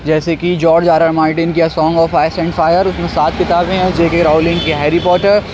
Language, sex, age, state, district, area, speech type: Urdu, male, 60+, Uttar Pradesh, Shahjahanpur, rural, spontaneous